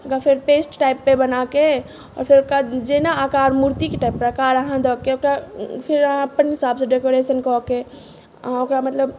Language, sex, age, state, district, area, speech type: Maithili, female, 30-45, Bihar, Madhubani, rural, spontaneous